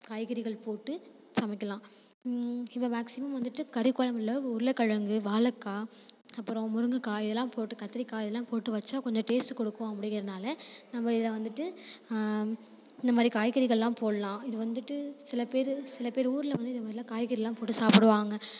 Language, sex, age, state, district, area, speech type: Tamil, female, 18-30, Tamil Nadu, Thanjavur, rural, spontaneous